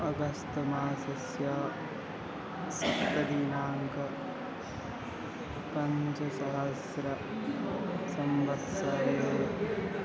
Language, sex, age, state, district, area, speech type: Sanskrit, male, 18-30, Bihar, Madhubani, rural, spontaneous